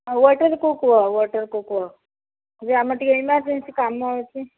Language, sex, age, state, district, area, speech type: Odia, female, 60+, Odisha, Koraput, urban, conversation